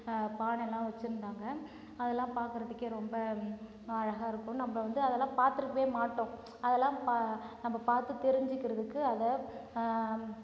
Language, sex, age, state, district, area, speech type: Tamil, female, 30-45, Tamil Nadu, Cuddalore, rural, spontaneous